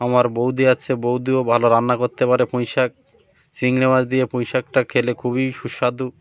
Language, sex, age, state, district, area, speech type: Bengali, male, 30-45, West Bengal, Birbhum, urban, spontaneous